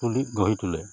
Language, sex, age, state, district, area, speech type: Assamese, male, 45-60, Assam, Charaideo, urban, spontaneous